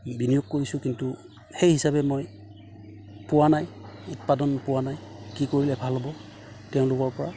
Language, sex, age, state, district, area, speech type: Assamese, male, 45-60, Assam, Udalguri, rural, spontaneous